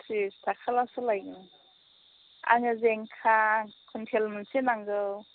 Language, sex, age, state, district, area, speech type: Bodo, female, 60+, Assam, Chirang, rural, conversation